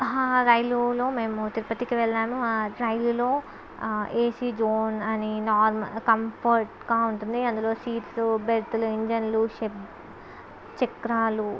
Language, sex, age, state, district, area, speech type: Telugu, female, 18-30, Andhra Pradesh, Visakhapatnam, urban, spontaneous